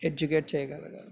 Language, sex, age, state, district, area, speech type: Telugu, male, 18-30, Andhra Pradesh, N T Rama Rao, urban, spontaneous